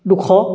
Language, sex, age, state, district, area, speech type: Assamese, male, 18-30, Assam, Charaideo, urban, spontaneous